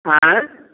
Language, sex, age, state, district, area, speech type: Hindi, male, 60+, Bihar, Samastipur, urban, conversation